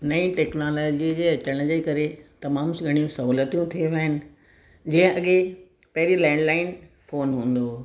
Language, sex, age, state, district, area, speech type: Sindhi, female, 60+, Rajasthan, Ajmer, urban, spontaneous